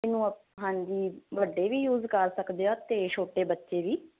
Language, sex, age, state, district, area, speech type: Punjabi, female, 18-30, Punjab, Fazilka, rural, conversation